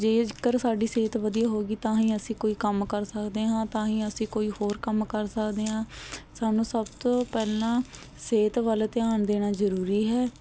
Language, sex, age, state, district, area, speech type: Punjabi, female, 18-30, Punjab, Barnala, rural, spontaneous